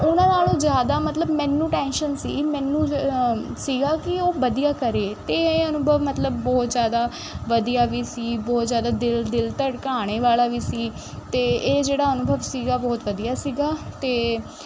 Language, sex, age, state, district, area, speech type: Punjabi, female, 18-30, Punjab, Kapurthala, urban, spontaneous